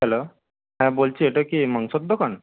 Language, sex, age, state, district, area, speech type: Bengali, male, 18-30, West Bengal, North 24 Parganas, urban, conversation